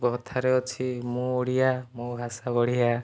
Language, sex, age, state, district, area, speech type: Odia, male, 45-60, Odisha, Nayagarh, rural, spontaneous